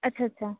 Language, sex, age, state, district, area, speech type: Marathi, female, 45-60, Maharashtra, Nagpur, urban, conversation